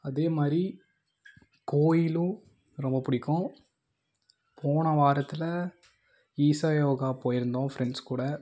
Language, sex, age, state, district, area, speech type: Tamil, male, 18-30, Tamil Nadu, Coimbatore, rural, spontaneous